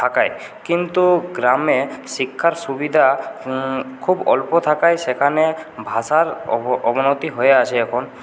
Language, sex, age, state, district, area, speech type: Bengali, male, 30-45, West Bengal, Purulia, rural, spontaneous